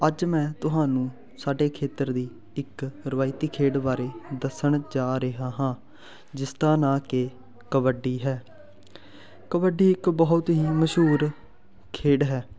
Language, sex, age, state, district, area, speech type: Punjabi, male, 18-30, Punjab, Fatehgarh Sahib, rural, spontaneous